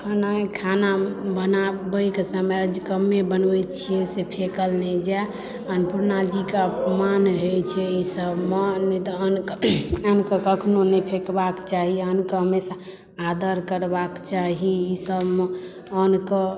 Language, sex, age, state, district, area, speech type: Maithili, female, 18-30, Bihar, Madhubani, rural, spontaneous